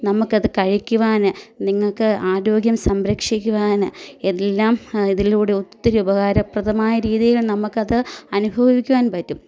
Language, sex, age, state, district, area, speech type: Malayalam, female, 30-45, Kerala, Kottayam, urban, spontaneous